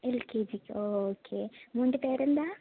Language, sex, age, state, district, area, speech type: Malayalam, female, 18-30, Kerala, Palakkad, rural, conversation